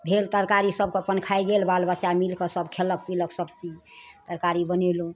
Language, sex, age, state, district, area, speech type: Maithili, female, 45-60, Bihar, Darbhanga, rural, spontaneous